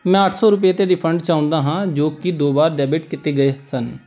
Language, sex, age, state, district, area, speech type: Punjabi, male, 18-30, Punjab, Pathankot, rural, read